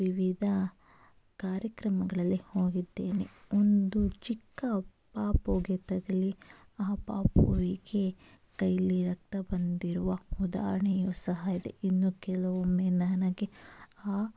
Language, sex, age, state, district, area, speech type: Kannada, female, 30-45, Karnataka, Tumkur, rural, spontaneous